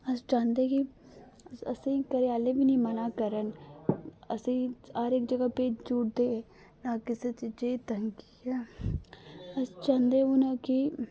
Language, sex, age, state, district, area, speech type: Dogri, female, 18-30, Jammu and Kashmir, Reasi, rural, spontaneous